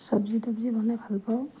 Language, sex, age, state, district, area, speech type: Assamese, female, 60+, Assam, Morigaon, rural, spontaneous